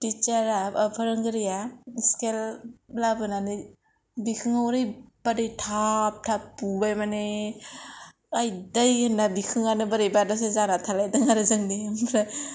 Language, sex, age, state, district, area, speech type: Bodo, female, 18-30, Assam, Kokrajhar, rural, spontaneous